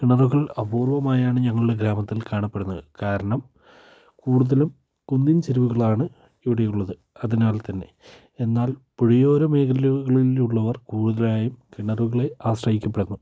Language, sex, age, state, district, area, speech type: Malayalam, male, 18-30, Kerala, Wayanad, rural, spontaneous